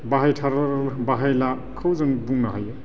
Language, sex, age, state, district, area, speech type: Bodo, male, 45-60, Assam, Baksa, urban, spontaneous